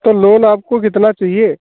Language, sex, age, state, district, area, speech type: Hindi, male, 45-60, Uttar Pradesh, Sitapur, rural, conversation